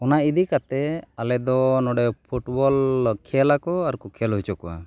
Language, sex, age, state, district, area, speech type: Santali, male, 45-60, Odisha, Mayurbhanj, rural, spontaneous